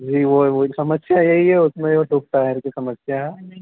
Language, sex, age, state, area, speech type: Hindi, male, 30-45, Madhya Pradesh, rural, conversation